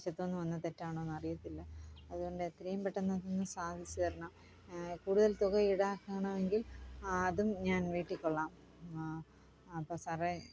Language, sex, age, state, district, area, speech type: Malayalam, female, 45-60, Kerala, Kottayam, rural, spontaneous